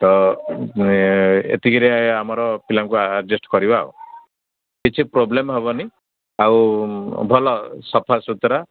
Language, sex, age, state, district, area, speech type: Odia, male, 60+, Odisha, Jharsuguda, rural, conversation